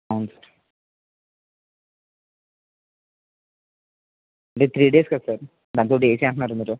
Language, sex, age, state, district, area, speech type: Telugu, male, 30-45, Andhra Pradesh, Kakinada, urban, conversation